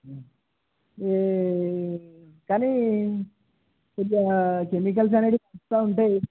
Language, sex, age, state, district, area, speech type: Telugu, male, 18-30, Telangana, Nirmal, rural, conversation